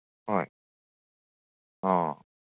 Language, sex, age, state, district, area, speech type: Manipuri, male, 45-60, Manipur, Kangpokpi, urban, conversation